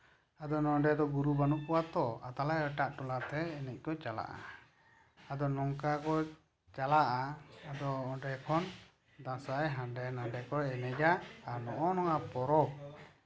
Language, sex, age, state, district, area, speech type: Santali, male, 30-45, West Bengal, Bankura, rural, spontaneous